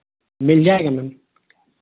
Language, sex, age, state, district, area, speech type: Hindi, male, 30-45, Madhya Pradesh, Betul, urban, conversation